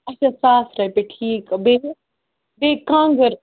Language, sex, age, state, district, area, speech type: Kashmiri, female, 30-45, Jammu and Kashmir, Ganderbal, rural, conversation